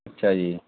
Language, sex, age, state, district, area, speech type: Punjabi, male, 30-45, Punjab, Muktsar, urban, conversation